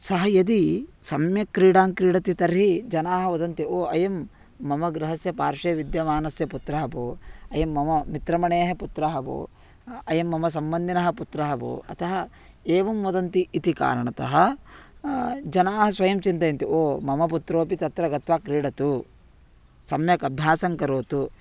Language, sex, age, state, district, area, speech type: Sanskrit, male, 18-30, Karnataka, Vijayapura, rural, spontaneous